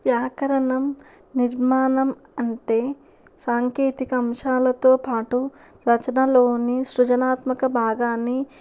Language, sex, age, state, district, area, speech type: Telugu, female, 18-30, Andhra Pradesh, Kurnool, urban, spontaneous